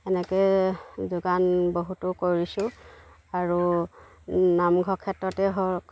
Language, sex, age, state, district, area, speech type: Assamese, female, 30-45, Assam, Charaideo, rural, spontaneous